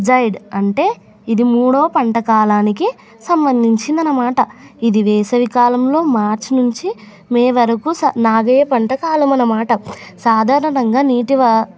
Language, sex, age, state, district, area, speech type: Telugu, female, 18-30, Telangana, Hyderabad, urban, spontaneous